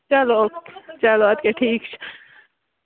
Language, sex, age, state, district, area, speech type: Kashmiri, female, 18-30, Jammu and Kashmir, Bandipora, rural, conversation